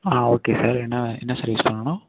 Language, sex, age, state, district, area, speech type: Tamil, male, 18-30, Tamil Nadu, Thanjavur, rural, conversation